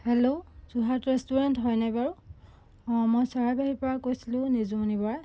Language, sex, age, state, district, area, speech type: Assamese, female, 30-45, Assam, Jorhat, urban, spontaneous